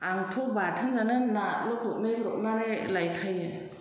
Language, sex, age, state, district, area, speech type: Bodo, female, 60+, Assam, Chirang, rural, spontaneous